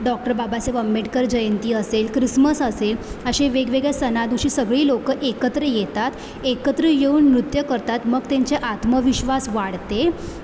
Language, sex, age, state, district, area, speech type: Marathi, female, 18-30, Maharashtra, Mumbai Suburban, urban, spontaneous